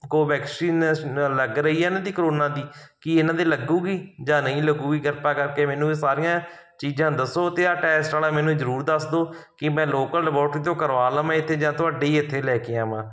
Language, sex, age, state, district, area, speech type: Punjabi, male, 45-60, Punjab, Barnala, rural, spontaneous